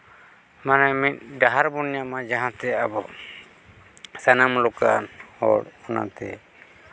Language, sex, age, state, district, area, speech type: Santali, male, 45-60, Jharkhand, East Singhbhum, rural, spontaneous